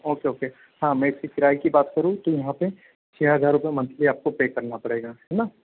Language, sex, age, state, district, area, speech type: Hindi, male, 45-60, Madhya Pradesh, Bhopal, urban, conversation